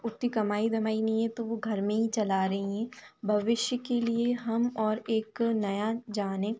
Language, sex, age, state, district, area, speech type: Hindi, female, 18-30, Madhya Pradesh, Chhindwara, urban, spontaneous